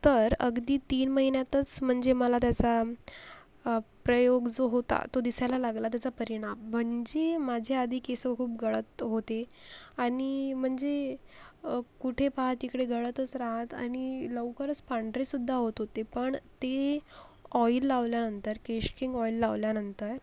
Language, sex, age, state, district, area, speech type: Marathi, female, 30-45, Maharashtra, Akola, rural, spontaneous